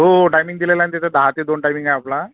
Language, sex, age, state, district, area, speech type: Marathi, male, 45-60, Maharashtra, Akola, rural, conversation